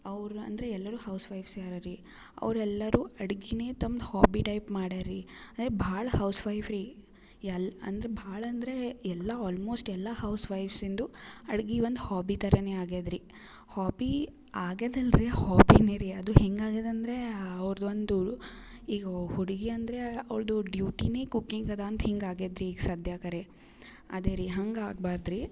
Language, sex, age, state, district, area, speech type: Kannada, female, 18-30, Karnataka, Gulbarga, urban, spontaneous